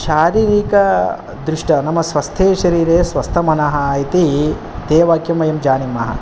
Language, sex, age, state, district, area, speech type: Sanskrit, male, 30-45, Telangana, Ranga Reddy, urban, spontaneous